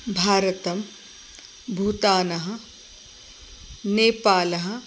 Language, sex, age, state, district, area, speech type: Sanskrit, female, 45-60, Maharashtra, Nagpur, urban, spontaneous